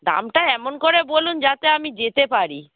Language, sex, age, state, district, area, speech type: Bengali, female, 45-60, West Bengal, Hooghly, rural, conversation